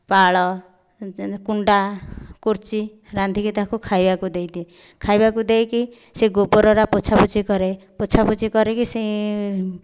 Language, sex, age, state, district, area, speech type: Odia, female, 30-45, Odisha, Dhenkanal, rural, spontaneous